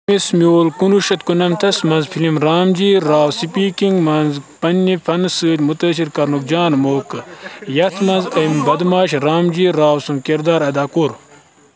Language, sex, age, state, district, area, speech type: Kashmiri, male, 18-30, Jammu and Kashmir, Baramulla, urban, read